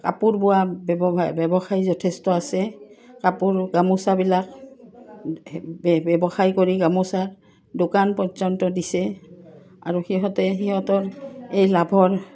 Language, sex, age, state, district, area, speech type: Assamese, female, 45-60, Assam, Udalguri, rural, spontaneous